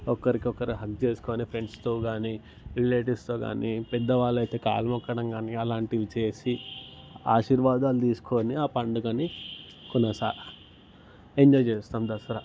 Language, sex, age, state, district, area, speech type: Telugu, male, 18-30, Telangana, Ranga Reddy, urban, spontaneous